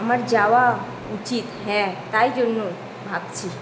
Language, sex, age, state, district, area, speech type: Bengali, female, 18-30, West Bengal, Kolkata, urban, spontaneous